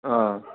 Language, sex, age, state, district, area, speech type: Kashmiri, male, 30-45, Jammu and Kashmir, Srinagar, urban, conversation